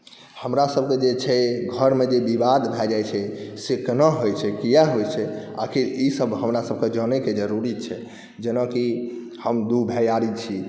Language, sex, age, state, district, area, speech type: Maithili, male, 18-30, Bihar, Saharsa, rural, spontaneous